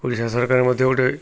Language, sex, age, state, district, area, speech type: Odia, male, 60+, Odisha, Ganjam, urban, spontaneous